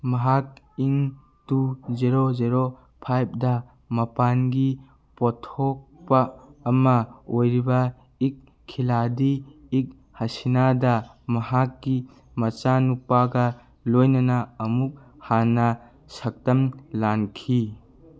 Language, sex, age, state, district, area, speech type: Manipuri, male, 18-30, Manipur, Churachandpur, rural, read